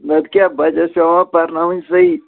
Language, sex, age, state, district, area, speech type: Kashmiri, male, 30-45, Jammu and Kashmir, Srinagar, urban, conversation